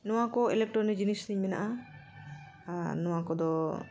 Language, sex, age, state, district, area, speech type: Santali, female, 45-60, Jharkhand, Bokaro, rural, spontaneous